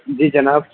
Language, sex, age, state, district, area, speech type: Urdu, male, 30-45, Uttar Pradesh, Muzaffarnagar, urban, conversation